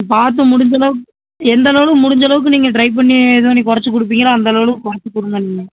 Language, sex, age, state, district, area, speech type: Tamil, male, 18-30, Tamil Nadu, Virudhunagar, rural, conversation